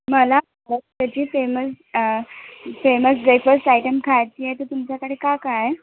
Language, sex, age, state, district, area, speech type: Marathi, female, 18-30, Maharashtra, Nagpur, urban, conversation